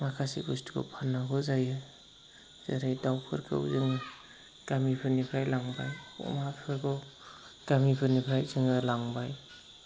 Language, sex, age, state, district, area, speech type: Bodo, male, 30-45, Assam, Chirang, rural, spontaneous